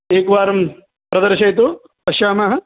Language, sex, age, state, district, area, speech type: Sanskrit, male, 45-60, Karnataka, Vijayapura, urban, conversation